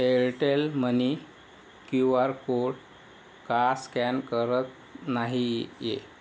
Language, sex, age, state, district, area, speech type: Marathi, male, 18-30, Maharashtra, Yavatmal, rural, read